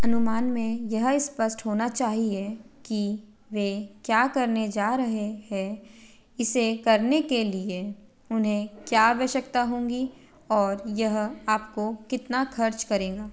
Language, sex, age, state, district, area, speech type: Hindi, female, 18-30, Madhya Pradesh, Betul, rural, read